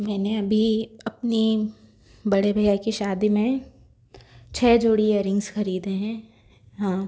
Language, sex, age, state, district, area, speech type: Hindi, female, 30-45, Madhya Pradesh, Bhopal, urban, spontaneous